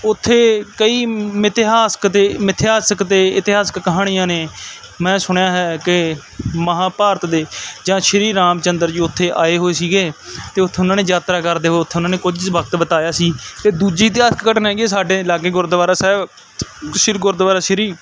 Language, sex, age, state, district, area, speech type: Punjabi, male, 18-30, Punjab, Barnala, rural, spontaneous